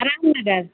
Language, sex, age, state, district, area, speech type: Hindi, female, 45-60, Uttar Pradesh, Pratapgarh, rural, conversation